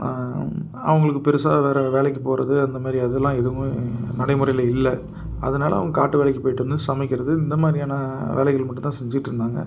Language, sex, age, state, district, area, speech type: Tamil, male, 30-45, Tamil Nadu, Tiruppur, urban, spontaneous